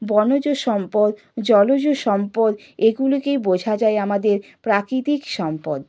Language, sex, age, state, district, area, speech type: Bengali, female, 60+, West Bengal, Purba Medinipur, rural, spontaneous